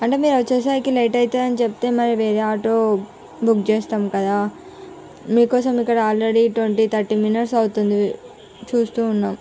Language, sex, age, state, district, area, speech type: Telugu, female, 45-60, Andhra Pradesh, Visakhapatnam, urban, spontaneous